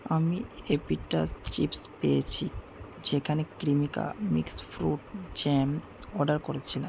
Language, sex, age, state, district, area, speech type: Bengali, male, 18-30, West Bengal, Malda, urban, read